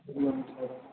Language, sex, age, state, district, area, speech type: Urdu, male, 30-45, Bihar, East Champaran, urban, conversation